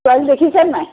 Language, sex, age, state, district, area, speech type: Assamese, female, 45-60, Assam, Biswanath, rural, conversation